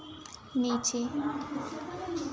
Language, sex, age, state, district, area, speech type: Hindi, female, 18-30, Madhya Pradesh, Chhindwara, urban, read